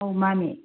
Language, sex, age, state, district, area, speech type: Manipuri, female, 30-45, Manipur, Kangpokpi, urban, conversation